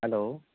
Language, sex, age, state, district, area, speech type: Santali, male, 18-30, West Bengal, Bankura, rural, conversation